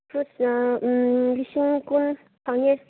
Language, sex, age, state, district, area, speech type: Manipuri, female, 18-30, Manipur, Senapati, rural, conversation